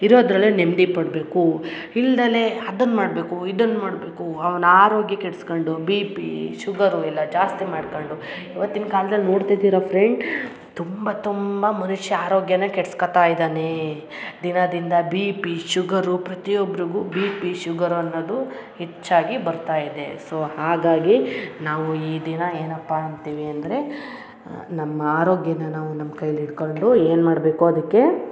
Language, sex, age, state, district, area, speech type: Kannada, female, 30-45, Karnataka, Hassan, rural, spontaneous